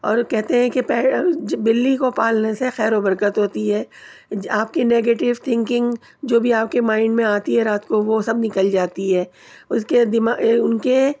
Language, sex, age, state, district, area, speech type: Urdu, female, 30-45, Delhi, Central Delhi, urban, spontaneous